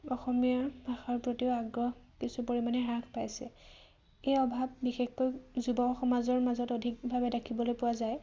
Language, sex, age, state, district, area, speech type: Assamese, female, 18-30, Assam, Dhemaji, rural, spontaneous